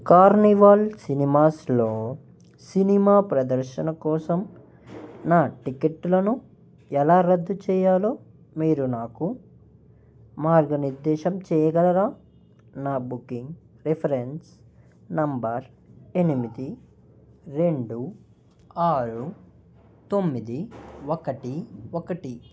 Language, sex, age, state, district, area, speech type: Telugu, male, 18-30, Andhra Pradesh, Nellore, rural, read